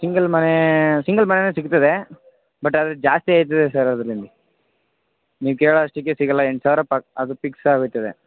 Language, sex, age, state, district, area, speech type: Kannada, male, 18-30, Karnataka, Chamarajanagar, rural, conversation